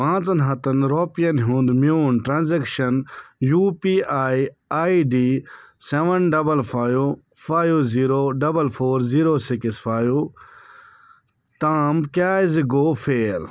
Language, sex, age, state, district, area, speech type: Kashmiri, male, 30-45, Jammu and Kashmir, Bandipora, rural, read